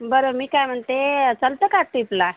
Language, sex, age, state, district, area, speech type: Marathi, female, 45-60, Maharashtra, Yavatmal, rural, conversation